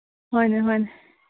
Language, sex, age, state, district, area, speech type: Manipuri, female, 45-60, Manipur, Churachandpur, urban, conversation